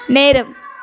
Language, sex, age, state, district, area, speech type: Tamil, female, 18-30, Tamil Nadu, Thoothukudi, rural, read